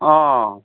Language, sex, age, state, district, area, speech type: Assamese, male, 60+, Assam, Dhemaji, rural, conversation